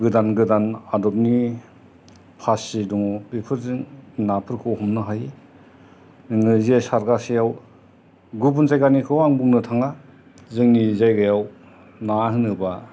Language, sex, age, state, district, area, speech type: Bodo, male, 60+, Assam, Kokrajhar, urban, spontaneous